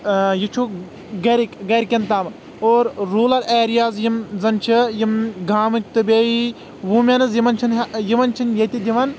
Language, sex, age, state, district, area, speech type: Kashmiri, male, 18-30, Jammu and Kashmir, Kulgam, rural, spontaneous